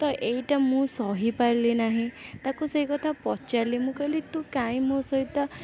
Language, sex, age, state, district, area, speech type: Odia, female, 18-30, Odisha, Puri, urban, spontaneous